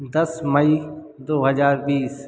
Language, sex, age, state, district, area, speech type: Hindi, male, 45-60, Madhya Pradesh, Hoshangabad, rural, spontaneous